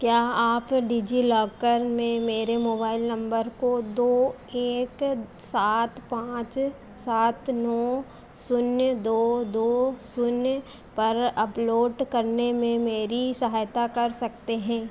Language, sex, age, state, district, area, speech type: Hindi, female, 45-60, Madhya Pradesh, Harda, urban, read